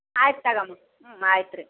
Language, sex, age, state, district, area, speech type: Kannada, female, 30-45, Karnataka, Vijayanagara, rural, conversation